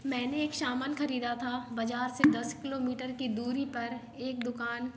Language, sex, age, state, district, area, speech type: Hindi, female, 18-30, Madhya Pradesh, Hoshangabad, urban, spontaneous